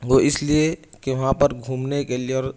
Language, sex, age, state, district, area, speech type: Urdu, male, 18-30, Maharashtra, Nashik, urban, spontaneous